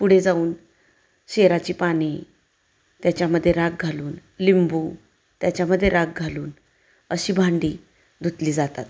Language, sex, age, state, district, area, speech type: Marathi, female, 45-60, Maharashtra, Satara, rural, spontaneous